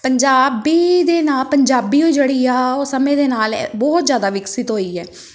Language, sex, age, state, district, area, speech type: Punjabi, female, 30-45, Punjab, Amritsar, urban, spontaneous